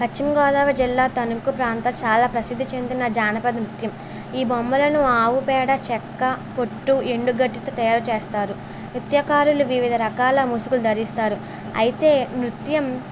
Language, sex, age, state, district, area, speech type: Telugu, female, 18-30, Andhra Pradesh, Eluru, rural, spontaneous